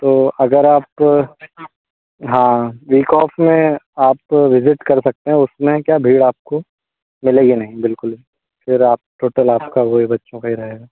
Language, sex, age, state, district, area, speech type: Hindi, male, 60+, Madhya Pradesh, Bhopal, urban, conversation